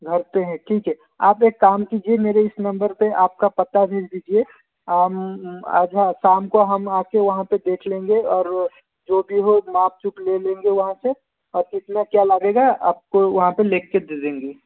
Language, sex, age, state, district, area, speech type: Hindi, male, 18-30, Rajasthan, Jaipur, urban, conversation